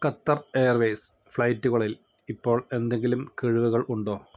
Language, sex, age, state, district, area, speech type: Malayalam, male, 45-60, Kerala, Palakkad, rural, read